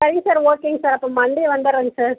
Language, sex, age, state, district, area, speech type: Tamil, female, 30-45, Tamil Nadu, Dharmapuri, rural, conversation